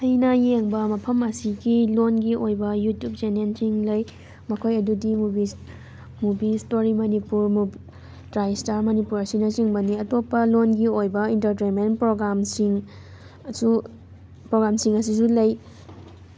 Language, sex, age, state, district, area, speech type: Manipuri, female, 18-30, Manipur, Thoubal, rural, spontaneous